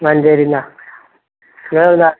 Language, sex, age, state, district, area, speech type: Malayalam, male, 60+, Kerala, Malappuram, rural, conversation